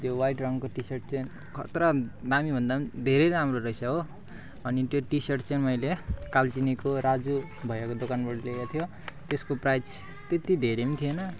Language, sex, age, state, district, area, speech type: Nepali, male, 18-30, West Bengal, Alipurduar, urban, spontaneous